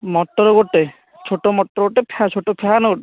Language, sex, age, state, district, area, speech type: Odia, male, 18-30, Odisha, Jagatsinghpur, rural, conversation